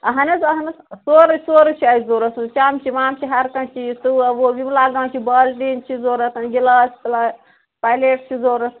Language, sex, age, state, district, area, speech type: Kashmiri, male, 30-45, Jammu and Kashmir, Srinagar, urban, conversation